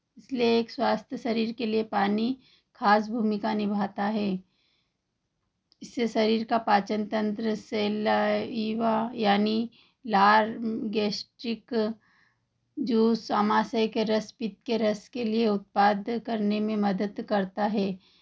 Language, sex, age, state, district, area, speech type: Hindi, female, 45-60, Madhya Pradesh, Ujjain, urban, spontaneous